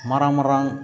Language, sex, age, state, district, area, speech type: Santali, male, 45-60, Odisha, Mayurbhanj, rural, spontaneous